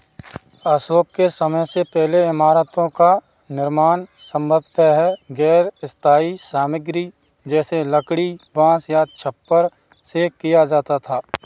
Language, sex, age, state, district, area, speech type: Hindi, male, 30-45, Rajasthan, Bharatpur, rural, read